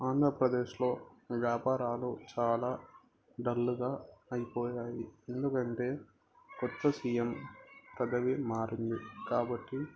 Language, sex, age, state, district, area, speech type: Telugu, male, 18-30, Andhra Pradesh, Anantapur, urban, spontaneous